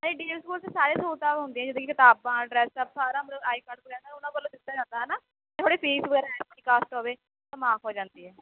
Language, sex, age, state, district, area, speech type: Punjabi, female, 18-30, Punjab, Shaheed Bhagat Singh Nagar, rural, conversation